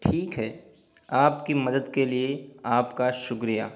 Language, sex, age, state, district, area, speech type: Urdu, male, 18-30, Uttar Pradesh, Siddharthnagar, rural, read